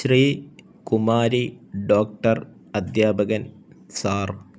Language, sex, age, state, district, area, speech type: Malayalam, male, 18-30, Kerala, Kozhikode, rural, spontaneous